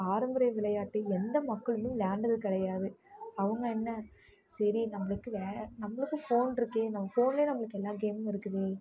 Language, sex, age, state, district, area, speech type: Tamil, female, 18-30, Tamil Nadu, Namakkal, rural, spontaneous